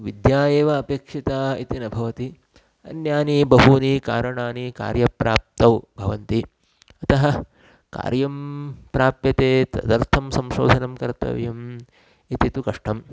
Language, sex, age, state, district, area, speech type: Sanskrit, male, 30-45, Karnataka, Udupi, rural, spontaneous